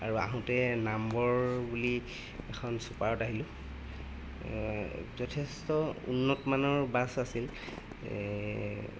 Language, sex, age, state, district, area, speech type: Assamese, male, 30-45, Assam, Golaghat, urban, spontaneous